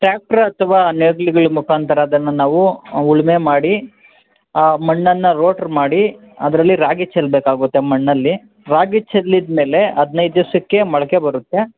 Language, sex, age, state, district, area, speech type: Kannada, male, 18-30, Karnataka, Kolar, rural, conversation